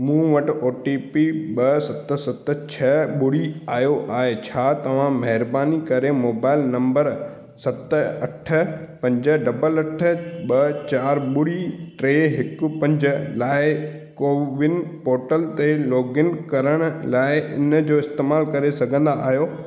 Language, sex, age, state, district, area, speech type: Sindhi, male, 18-30, Madhya Pradesh, Katni, urban, read